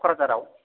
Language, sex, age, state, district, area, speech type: Bodo, male, 30-45, Assam, Kokrajhar, rural, conversation